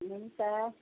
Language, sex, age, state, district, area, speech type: Nepali, female, 60+, West Bengal, Jalpaiguri, urban, conversation